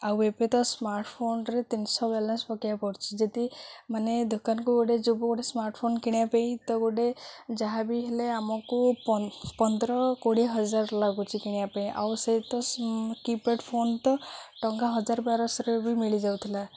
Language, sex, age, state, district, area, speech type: Odia, female, 18-30, Odisha, Sundergarh, urban, spontaneous